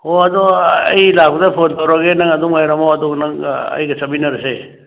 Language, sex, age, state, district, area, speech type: Manipuri, male, 60+, Manipur, Churachandpur, urban, conversation